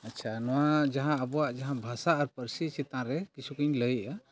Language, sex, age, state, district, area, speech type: Santali, male, 45-60, Jharkhand, East Singhbhum, rural, spontaneous